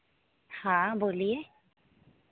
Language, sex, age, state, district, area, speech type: Hindi, female, 18-30, Madhya Pradesh, Hoshangabad, rural, conversation